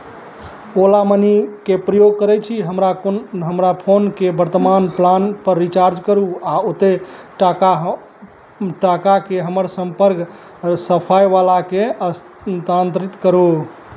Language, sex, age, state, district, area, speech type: Maithili, male, 30-45, Bihar, Madhubani, rural, read